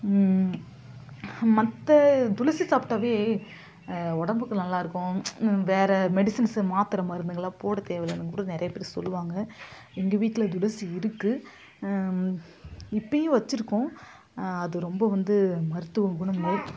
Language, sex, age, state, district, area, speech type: Tamil, female, 30-45, Tamil Nadu, Kallakurichi, urban, spontaneous